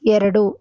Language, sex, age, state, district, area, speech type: Kannada, female, 30-45, Karnataka, Mandya, rural, read